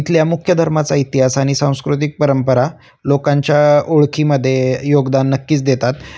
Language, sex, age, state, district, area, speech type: Marathi, male, 30-45, Maharashtra, Osmanabad, rural, spontaneous